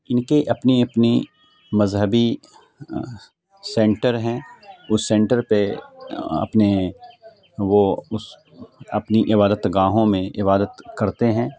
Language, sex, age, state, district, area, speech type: Urdu, male, 45-60, Bihar, Khagaria, rural, spontaneous